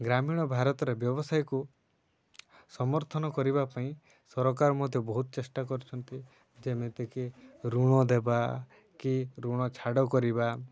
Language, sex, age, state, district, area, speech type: Odia, male, 18-30, Odisha, Mayurbhanj, rural, spontaneous